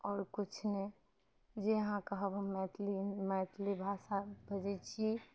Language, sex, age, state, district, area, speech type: Maithili, female, 30-45, Bihar, Madhubani, rural, spontaneous